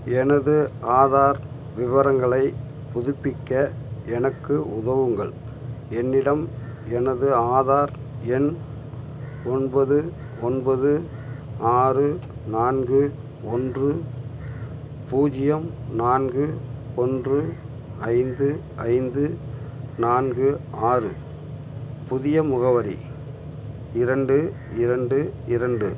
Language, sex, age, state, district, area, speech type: Tamil, male, 45-60, Tamil Nadu, Madurai, rural, read